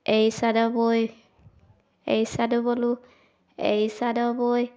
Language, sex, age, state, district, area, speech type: Assamese, female, 30-45, Assam, Sivasagar, rural, spontaneous